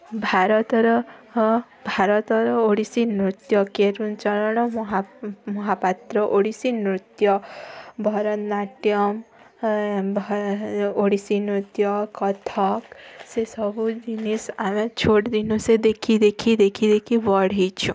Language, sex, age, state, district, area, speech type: Odia, female, 18-30, Odisha, Bargarh, urban, spontaneous